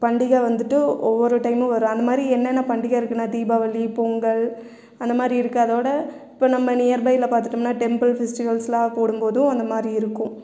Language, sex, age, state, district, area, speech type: Tamil, female, 30-45, Tamil Nadu, Erode, rural, spontaneous